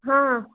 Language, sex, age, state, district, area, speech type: Kannada, female, 18-30, Karnataka, Hassan, urban, conversation